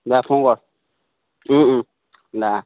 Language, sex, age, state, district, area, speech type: Assamese, male, 18-30, Assam, Darrang, rural, conversation